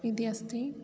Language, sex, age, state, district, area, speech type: Sanskrit, female, 18-30, Kerala, Idukki, rural, spontaneous